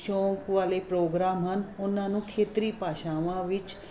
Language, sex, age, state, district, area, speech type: Punjabi, female, 45-60, Punjab, Fazilka, rural, spontaneous